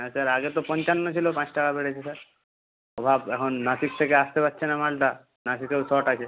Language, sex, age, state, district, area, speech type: Bengali, male, 18-30, West Bengal, Purba Medinipur, rural, conversation